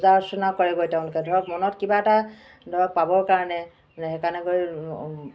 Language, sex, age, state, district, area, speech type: Assamese, female, 45-60, Assam, Charaideo, urban, spontaneous